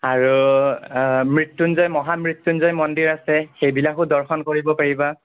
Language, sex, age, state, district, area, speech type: Assamese, male, 45-60, Assam, Nagaon, rural, conversation